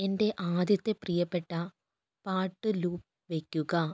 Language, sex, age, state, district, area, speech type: Malayalam, female, 30-45, Kerala, Kozhikode, urban, read